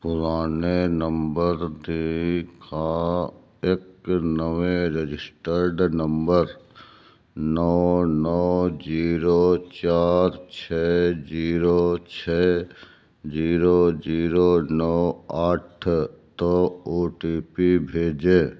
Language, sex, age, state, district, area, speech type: Punjabi, male, 60+, Punjab, Fazilka, rural, read